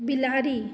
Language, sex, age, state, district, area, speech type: Maithili, female, 30-45, Bihar, Madhubani, rural, read